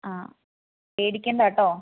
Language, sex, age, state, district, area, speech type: Malayalam, female, 18-30, Kerala, Wayanad, rural, conversation